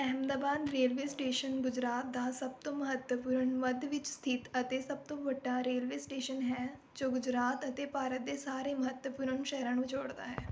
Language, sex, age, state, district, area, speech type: Punjabi, female, 18-30, Punjab, Rupnagar, rural, read